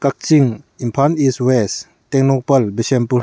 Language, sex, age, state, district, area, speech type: Manipuri, male, 30-45, Manipur, Kakching, rural, spontaneous